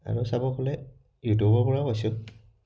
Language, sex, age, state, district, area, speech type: Assamese, male, 18-30, Assam, Udalguri, rural, spontaneous